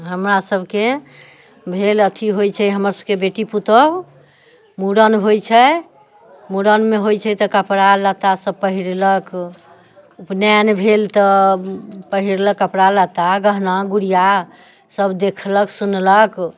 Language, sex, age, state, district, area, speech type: Maithili, female, 45-60, Bihar, Muzaffarpur, rural, spontaneous